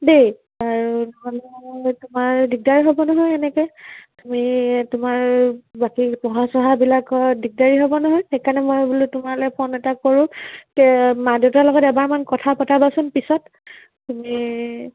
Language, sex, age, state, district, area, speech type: Assamese, female, 18-30, Assam, Nagaon, rural, conversation